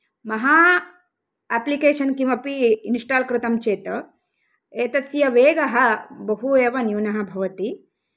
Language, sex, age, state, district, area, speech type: Sanskrit, female, 30-45, Karnataka, Uttara Kannada, urban, spontaneous